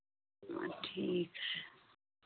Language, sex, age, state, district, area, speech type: Hindi, female, 45-60, Uttar Pradesh, Chandauli, rural, conversation